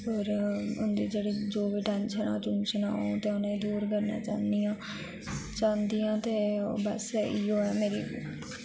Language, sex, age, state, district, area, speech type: Dogri, female, 18-30, Jammu and Kashmir, Jammu, rural, spontaneous